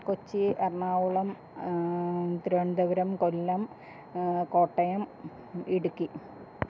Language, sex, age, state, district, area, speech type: Malayalam, female, 45-60, Kerala, Alappuzha, rural, spontaneous